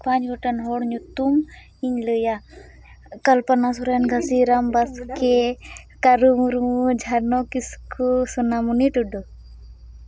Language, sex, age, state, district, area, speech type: Santali, female, 18-30, Jharkhand, Seraikela Kharsawan, rural, spontaneous